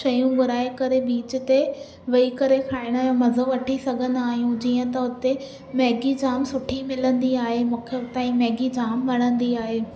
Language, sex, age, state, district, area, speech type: Sindhi, female, 18-30, Maharashtra, Thane, urban, spontaneous